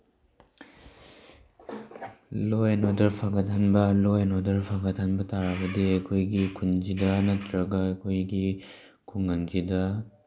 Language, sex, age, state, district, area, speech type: Manipuri, male, 18-30, Manipur, Tengnoupal, rural, spontaneous